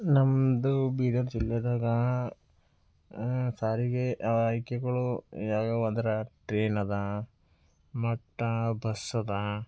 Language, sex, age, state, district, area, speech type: Kannada, male, 18-30, Karnataka, Bidar, urban, spontaneous